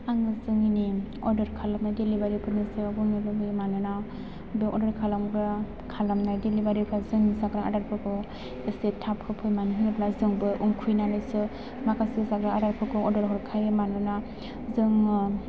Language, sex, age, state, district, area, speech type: Bodo, female, 18-30, Assam, Chirang, urban, spontaneous